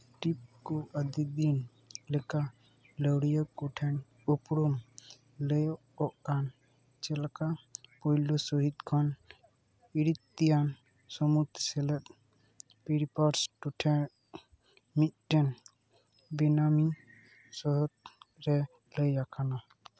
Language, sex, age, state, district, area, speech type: Santali, male, 18-30, West Bengal, Purba Bardhaman, rural, read